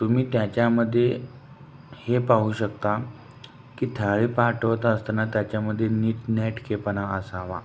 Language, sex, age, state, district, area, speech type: Marathi, male, 30-45, Maharashtra, Satara, rural, spontaneous